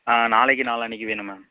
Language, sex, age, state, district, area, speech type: Tamil, male, 60+, Tamil Nadu, Tiruvarur, urban, conversation